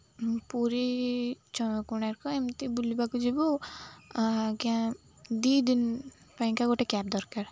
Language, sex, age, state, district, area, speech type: Odia, female, 18-30, Odisha, Jagatsinghpur, urban, spontaneous